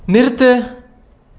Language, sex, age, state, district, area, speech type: Tamil, male, 18-30, Tamil Nadu, Salem, urban, read